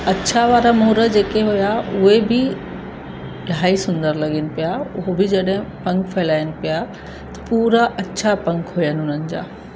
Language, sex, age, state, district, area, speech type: Sindhi, female, 45-60, Uttar Pradesh, Lucknow, urban, spontaneous